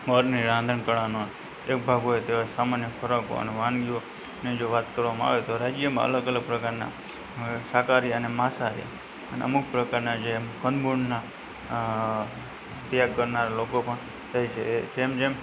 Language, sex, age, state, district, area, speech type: Gujarati, male, 18-30, Gujarat, Morbi, urban, spontaneous